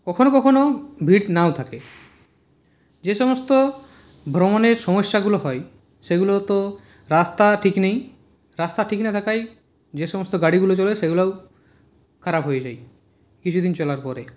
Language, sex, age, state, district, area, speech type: Bengali, male, 30-45, West Bengal, Purulia, rural, spontaneous